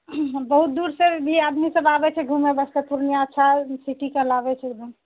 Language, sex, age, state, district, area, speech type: Maithili, female, 60+, Bihar, Purnia, urban, conversation